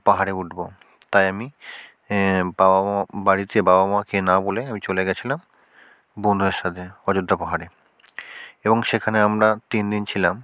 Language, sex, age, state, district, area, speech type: Bengali, male, 45-60, West Bengal, South 24 Parganas, rural, spontaneous